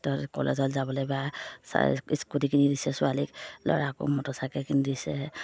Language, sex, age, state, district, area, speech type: Assamese, female, 30-45, Assam, Sivasagar, rural, spontaneous